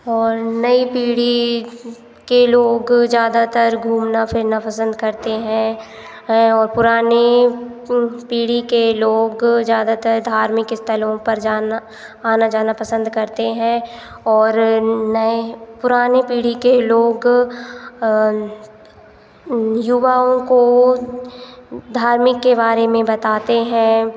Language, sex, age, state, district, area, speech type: Hindi, female, 18-30, Madhya Pradesh, Hoshangabad, rural, spontaneous